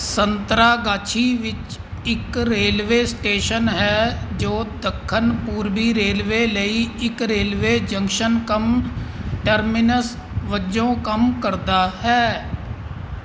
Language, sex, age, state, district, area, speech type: Punjabi, male, 45-60, Punjab, Kapurthala, urban, read